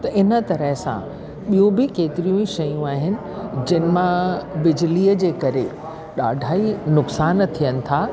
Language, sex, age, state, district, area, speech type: Sindhi, female, 60+, Delhi, South Delhi, urban, spontaneous